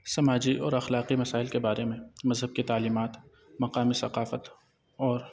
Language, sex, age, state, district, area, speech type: Urdu, male, 30-45, Delhi, North East Delhi, urban, spontaneous